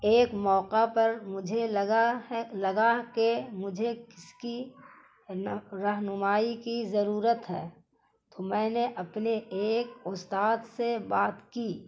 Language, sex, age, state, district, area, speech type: Urdu, female, 30-45, Bihar, Gaya, urban, spontaneous